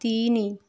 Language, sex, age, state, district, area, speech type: Odia, female, 45-60, Odisha, Kendujhar, urban, read